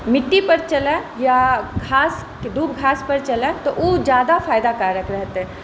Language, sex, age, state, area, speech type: Maithili, female, 45-60, Bihar, urban, spontaneous